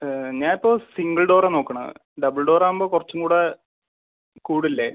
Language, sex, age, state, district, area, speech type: Malayalam, male, 18-30, Kerala, Thiruvananthapuram, urban, conversation